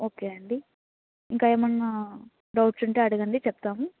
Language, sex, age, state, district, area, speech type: Telugu, female, 18-30, Andhra Pradesh, Annamaya, rural, conversation